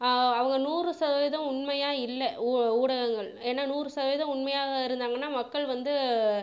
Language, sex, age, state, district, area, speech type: Tamil, female, 45-60, Tamil Nadu, Viluppuram, urban, spontaneous